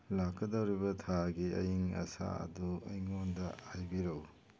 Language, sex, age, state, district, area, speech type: Manipuri, male, 45-60, Manipur, Churachandpur, urban, read